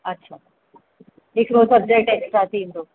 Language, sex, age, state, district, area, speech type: Sindhi, female, 30-45, Uttar Pradesh, Lucknow, urban, conversation